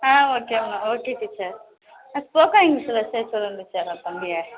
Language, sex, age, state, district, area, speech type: Tamil, female, 18-30, Tamil Nadu, Thanjavur, urban, conversation